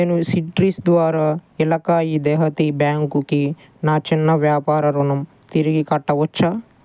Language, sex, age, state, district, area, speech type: Telugu, male, 30-45, Andhra Pradesh, Guntur, urban, read